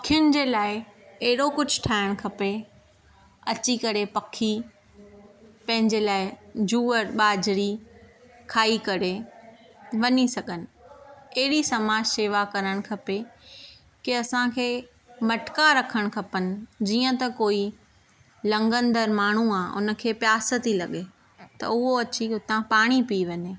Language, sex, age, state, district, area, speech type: Sindhi, female, 30-45, Maharashtra, Thane, urban, spontaneous